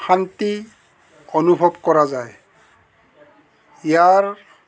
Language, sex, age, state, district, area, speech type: Assamese, male, 60+, Assam, Goalpara, urban, spontaneous